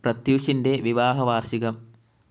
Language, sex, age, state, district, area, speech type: Malayalam, male, 18-30, Kerala, Kollam, rural, read